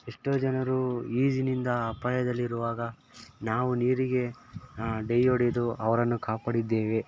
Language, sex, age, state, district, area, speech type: Kannada, male, 18-30, Karnataka, Mysore, urban, spontaneous